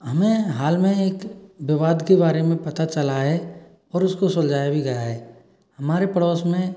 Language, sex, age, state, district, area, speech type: Hindi, male, 60+, Rajasthan, Karauli, rural, spontaneous